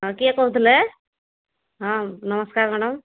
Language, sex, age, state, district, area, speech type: Odia, female, 45-60, Odisha, Angul, rural, conversation